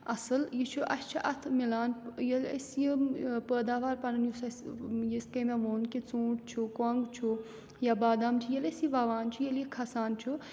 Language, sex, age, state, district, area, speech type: Kashmiri, female, 18-30, Jammu and Kashmir, Srinagar, urban, spontaneous